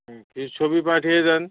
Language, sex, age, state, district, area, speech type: Bengali, male, 30-45, West Bengal, Paschim Medinipur, rural, conversation